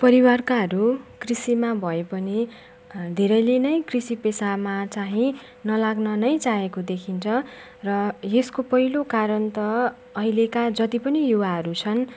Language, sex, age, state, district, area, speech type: Nepali, female, 18-30, West Bengal, Darjeeling, rural, spontaneous